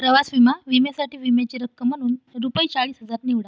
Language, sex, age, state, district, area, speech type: Marathi, female, 18-30, Maharashtra, Washim, urban, read